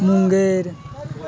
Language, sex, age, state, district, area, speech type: Maithili, male, 18-30, Bihar, Muzaffarpur, rural, spontaneous